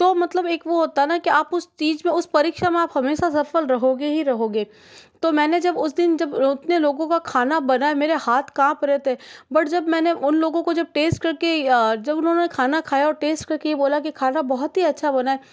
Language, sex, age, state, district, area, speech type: Hindi, female, 30-45, Rajasthan, Jodhpur, urban, spontaneous